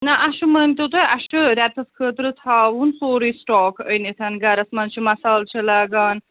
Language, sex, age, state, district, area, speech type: Kashmiri, female, 60+, Jammu and Kashmir, Srinagar, urban, conversation